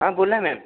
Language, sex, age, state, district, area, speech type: Marathi, male, 18-30, Maharashtra, Akola, rural, conversation